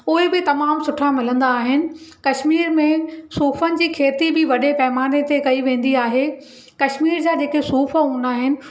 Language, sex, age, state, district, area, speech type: Sindhi, female, 45-60, Maharashtra, Thane, urban, spontaneous